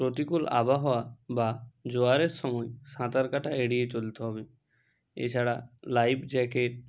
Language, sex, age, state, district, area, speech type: Bengali, male, 30-45, West Bengal, Bankura, urban, spontaneous